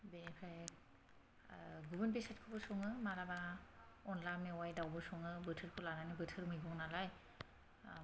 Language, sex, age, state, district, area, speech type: Bodo, female, 30-45, Assam, Kokrajhar, rural, spontaneous